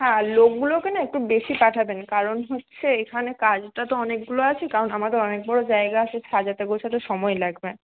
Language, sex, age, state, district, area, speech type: Bengali, female, 60+, West Bengal, Nadia, urban, conversation